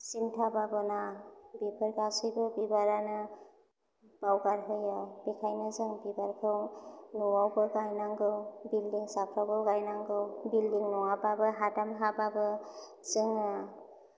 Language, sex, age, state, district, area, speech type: Bodo, female, 30-45, Assam, Chirang, urban, spontaneous